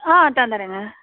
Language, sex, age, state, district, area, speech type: Tamil, female, 18-30, Tamil Nadu, Mayiladuthurai, rural, conversation